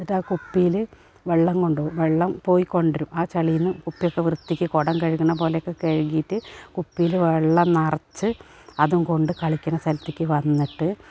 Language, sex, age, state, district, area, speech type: Malayalam, female, 45-60, Kerala, Malappuram, rural, spontaneous